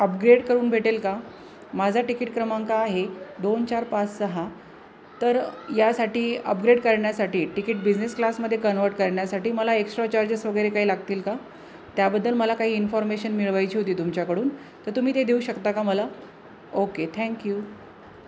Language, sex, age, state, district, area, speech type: Marathi, female, 30-45, Maharashtra, Jalna, urban, spontaneous